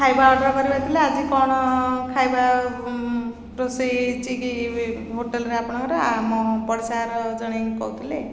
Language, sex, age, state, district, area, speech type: Odia, female, 45-60, Odisha, Ganjam, urban, spontaneous